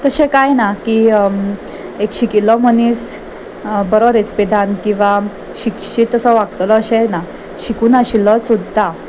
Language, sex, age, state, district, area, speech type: Goan Konkani, female, 30-45, Goa, Salcete, urban, spontaneous